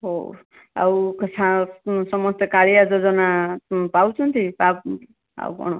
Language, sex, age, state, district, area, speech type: Odia, female, 45-60, Odisha, Balasore, rural, conversation